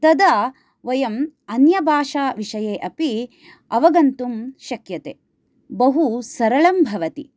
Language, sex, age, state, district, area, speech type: Sanskrit, female, 30-45, Karnataka, Chikkamagaluru, rural, spontaneous